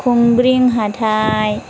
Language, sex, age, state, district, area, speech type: Bodo, female, 30-45, Assam, Chirang, rural, spontaneous